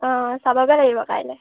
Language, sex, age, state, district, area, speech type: Assamese, female, 18-30, Assam, Majuli, urban, conversation